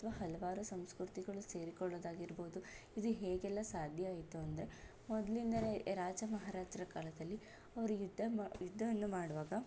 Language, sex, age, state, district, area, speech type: Kannada, female, 30-45, Karnataka, Tumkur, rural, spontaneous